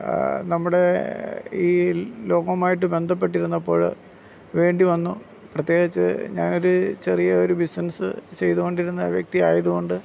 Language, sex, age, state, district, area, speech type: Malayalam, male, 45-60, Kerala, Alappuzha, rural, spontaneous